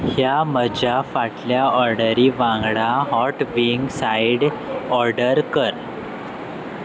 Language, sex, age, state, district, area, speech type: Goan Konkani, male, 18-30, Goa, Salcete, rural, read